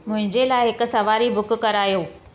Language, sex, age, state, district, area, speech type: Sindhi, female, 45-60, Gujarat, Surat, urban, read